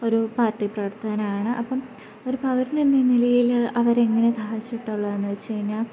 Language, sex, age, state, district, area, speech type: Malayalam, female, 18-30, Kerala, Idukki, rural, spontaneous